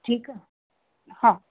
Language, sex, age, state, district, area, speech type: Sindhi, female, 18-30, Uttar Pradesh, Lucknow, urban, conversation